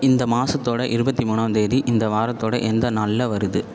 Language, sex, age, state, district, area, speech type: Tamil, male, 18-30, Tamil Nadu, Ariyalur, rural, read